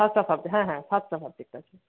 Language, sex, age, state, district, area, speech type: Bengali, male, 18-30, West Bengal, Bankura, urban, conversation